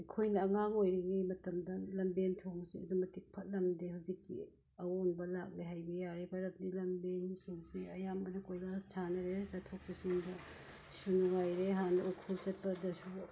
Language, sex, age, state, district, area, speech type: Manipuri, female, 60+, Manipur, Ukhrul, rural, spontaneous